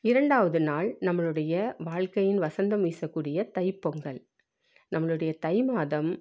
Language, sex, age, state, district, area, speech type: Tamil, female, 45-60, Tamil Nadu, Salem, rural, spontaneous